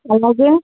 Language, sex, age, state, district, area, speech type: Telugu, female, 18-30, Andhra Pradesh, Krishna, urban, conversation